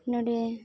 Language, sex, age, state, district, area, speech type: Santali, female, 18-30, Jharkhand, Seraikela Kharsawan, rural, spontaneous